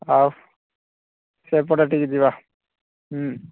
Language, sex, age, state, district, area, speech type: Odia, male, 45-60, Odisha, Rayagada, rural, conversation